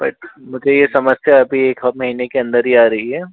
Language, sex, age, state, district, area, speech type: Hindi, male, 60+, Rajasthan, Jaipur, urban, conversation